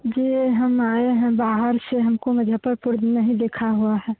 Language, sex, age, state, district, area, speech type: Hindi, female, 18-30, Bihar, Muzaffarpur, rural, conversation